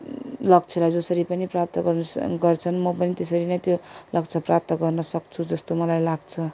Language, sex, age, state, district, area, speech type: Nepali, female, 18-30, West Bengal, Darjeeling, rural, spontaneous